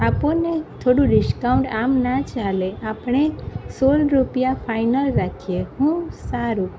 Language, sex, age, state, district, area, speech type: Gujarati, female, 30-45, Gujarat, Kheda, rural, spontaneous